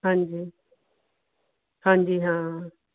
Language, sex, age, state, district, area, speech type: Punjabi, female, 45-60, Punjab, Fatehgarh Sahib, urban, conversation